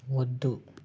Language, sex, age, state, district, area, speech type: Telugu, male, 30-45, Andhra Pradesh, Krishna, urban, read